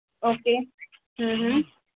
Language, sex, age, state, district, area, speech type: Gujarati, male, 18-30, Gujarat, Kutch, rural, conversation